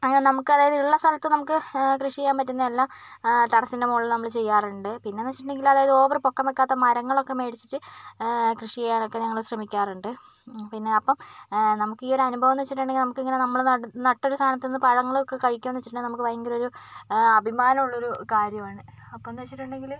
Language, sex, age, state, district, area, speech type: Malayalam, male, 45-60, Kerala, Kozhikode, urban, spontaneous